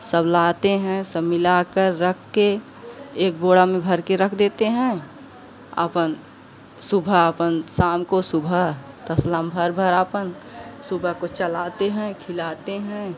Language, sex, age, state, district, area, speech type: Hindi, female, 45-60, Uttar Pradesh, Pratapgarh, rural, spontaneous